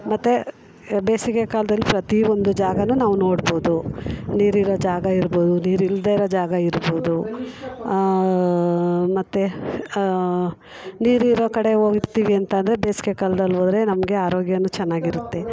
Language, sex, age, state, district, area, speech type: Kannada, female, 45-60, Karnataka, Mysore, urban, spontaneous